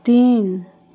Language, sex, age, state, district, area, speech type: Maithili, female, 30-45, Bihar, Darbhanga, urban, read